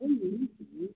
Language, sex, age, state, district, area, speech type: Hindi, female, 45-60, Uttar Pradesh, Ayodhya, rural, conversation